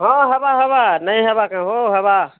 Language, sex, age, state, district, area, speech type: Odia, male, 30-45, Odisha, Kalahandi, rural, conversation